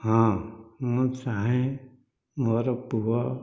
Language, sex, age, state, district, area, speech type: Odia, male, 60+, Odisha, Dhenkanal, rural, spontaneous